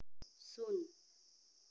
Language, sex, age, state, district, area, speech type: Santali, female, 18-30, Jharkhand, Seraikela Kharsawan, rural, read